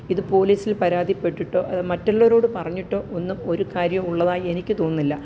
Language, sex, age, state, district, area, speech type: Malayalam, female, 45-60, Kerala, Kottayam, rural, spontaneous